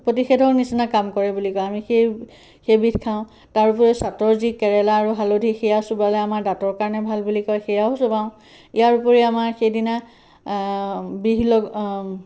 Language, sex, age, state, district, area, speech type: Assamese, female, 45-60, Assam, Sivasagar, rural, spontaneous